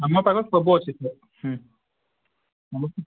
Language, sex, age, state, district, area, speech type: Odia, male, 18-30, Odisha, Kalahandi, rural, conversation